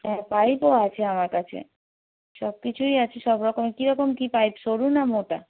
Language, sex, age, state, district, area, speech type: Bengali, female, 45-60, West Bengal, Hooghly, rural, conversation